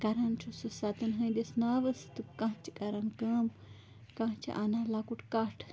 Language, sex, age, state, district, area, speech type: Kashmiri, female, 30-45, Jammu and Kashmir, Bandipora, rural, spontaneous